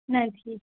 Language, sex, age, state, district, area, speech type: Gujarati, female, 18-30, Gujarat, Morbi, urban, conversation